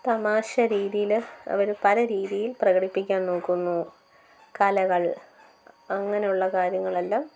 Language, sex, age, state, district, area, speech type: Malayalam, female, 18-30, Kerala, Kottayam, rural, spontaneous